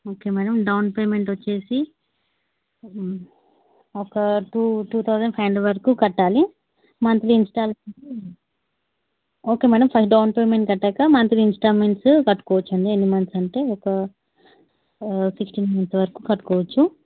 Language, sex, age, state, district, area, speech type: Telugu, female, 30-45, Telangana, Medchal, urban, conversation